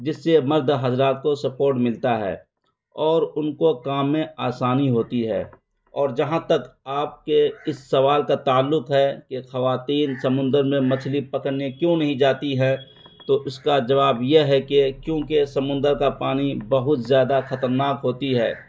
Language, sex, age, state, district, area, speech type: Urdu, male, 30-45, Bihar, Araria, rural, spontaneous